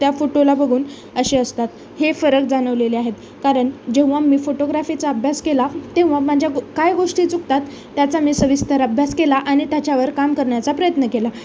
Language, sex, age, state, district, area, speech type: Marathi, female, 18-30, Maharashtra, Osmanabad, rural, spontaneous